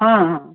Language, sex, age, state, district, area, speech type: Odia, female, 60+, Odisha, Gajapati, rural, conversation